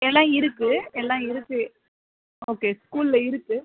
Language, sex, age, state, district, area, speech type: Tamil, male, 30-45, Tamil Nadu, Cuddalore, urban, conversation